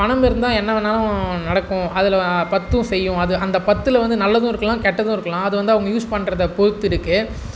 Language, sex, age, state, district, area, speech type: Tamil, male, 18-30, Tamil Nadu, Tiruvannamalai, urban, spontaneous